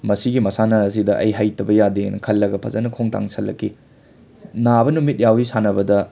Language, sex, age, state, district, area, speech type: Manipuri, male, 30-45, Manipur, Imphal West, urban, spontaneous